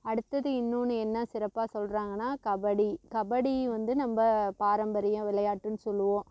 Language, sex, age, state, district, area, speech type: Tamil, female, 30-45, Tamil Nadu, Namakkal, rural, spontaneous